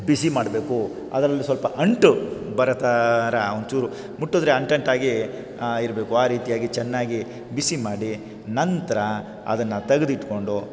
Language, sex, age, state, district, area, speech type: Kannada, male, 45-60, Karnataka, Chamarajanagar, rural, spontaneous